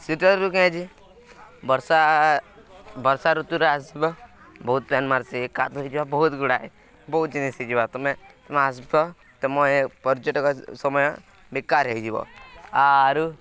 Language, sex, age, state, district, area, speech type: Odia, male, 18-30, Odisha, Nuapada, rural, spontaneous